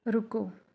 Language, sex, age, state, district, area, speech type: Punjabi, female, 30-45, Punjab, Shaheed Bhagat Singh Nagar, urban, read